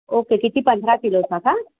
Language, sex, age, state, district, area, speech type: Marathi, female, 60+, Maharashtra, Kolhapur, urban, conversation